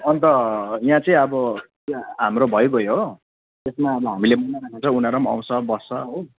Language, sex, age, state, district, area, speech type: Nepali, male, 30-45, West Bengal, Jalpaiguri, rural, conversation